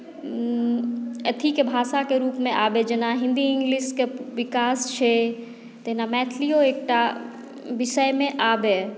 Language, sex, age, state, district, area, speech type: Maithili, female, 30-45, Bihar, Madhubani, rural, spontaneous